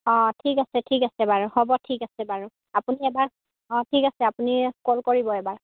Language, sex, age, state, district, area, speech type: Assamese, female, 30-45, Assam, Golaghat, rural, conversation